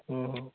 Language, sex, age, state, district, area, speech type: Santali, male, 30-45, West Bengal, Birbhum, rural, conversation